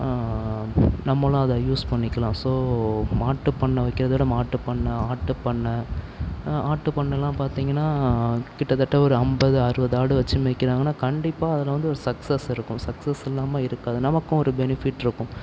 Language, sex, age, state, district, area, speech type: Tamil, male, 45-60, Tamil Nadu, Tiruvarur, urban, spontaneous